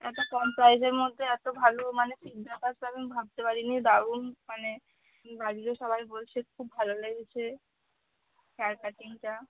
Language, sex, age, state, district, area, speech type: Bengali, female, 18-30, West Bengal, Cooch Behar, rural, conversation